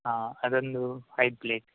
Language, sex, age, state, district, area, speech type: Kannada, male, 18-30, Karnataka, Udupi, rural, conversation